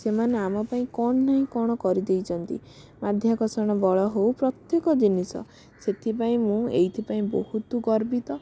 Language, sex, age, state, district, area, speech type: Odia, female, 18-30, Odisha, Bhadrak, rural, spontaneous